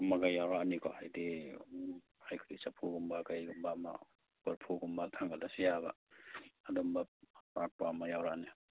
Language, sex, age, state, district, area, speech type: Manipuri, male, 30-45, Manipur, Kakching, rural, conversation